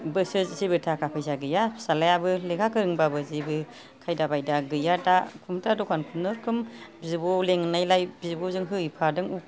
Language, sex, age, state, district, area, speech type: Bodo, female, 60+, Assam, Kokrajhar, rural, spontaneous